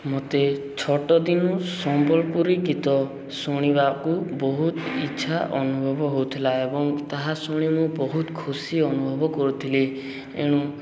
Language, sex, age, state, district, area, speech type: Odia, male, 18-30, Odisha, Subarnapur, urban, spontaneous